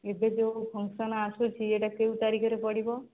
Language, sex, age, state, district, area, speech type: Odia, female, 45-60, Odisha, Jajpur, rural, conversation